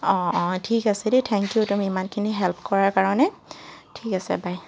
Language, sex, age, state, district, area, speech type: Assamese, female, 45-60, Assam, Charaideo, urban, spontaneous